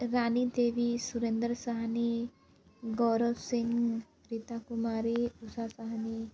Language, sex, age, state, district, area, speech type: Hindi, female, 18-30, Uttar Pradesh, Sonbhadra, rural, spontaneous